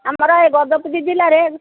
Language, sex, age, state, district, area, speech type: Odia, female, 60+, Odisha, Gajapati, rural, conversation